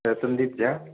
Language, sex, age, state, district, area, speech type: Hindi, male, 30-45, Bihar, Darbhanga, rural, conversation